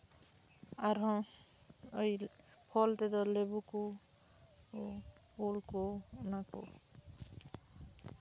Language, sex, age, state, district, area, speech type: Santali, female, 30-45, West Bengal, Birbhum, rural, spontaneous